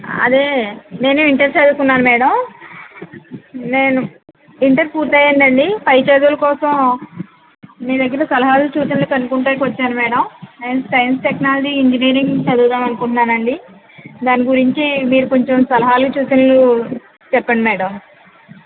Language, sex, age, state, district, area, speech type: Telugu, female, 30-45, Andhra Pradesh, Konaseema, rural, conversation